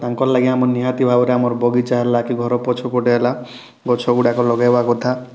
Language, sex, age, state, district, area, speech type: Odia, male, 30-45, Odisha, Kalahandi, rural, spontaneous